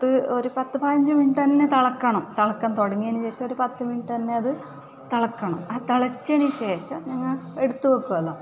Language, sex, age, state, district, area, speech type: Malayalam, female, 45-60, Kerala, Kasaragod, urban, spontaneous